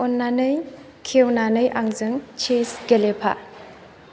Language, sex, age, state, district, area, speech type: Bodo, female, 18-30, Assam, Chirang, urban, read